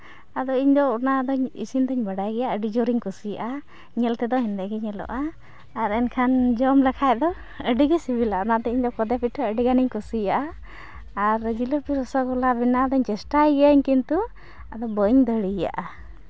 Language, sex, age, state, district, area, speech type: Santali, female, 18-30, West Bengal, Uttar Dinajpur, rural, spontaneous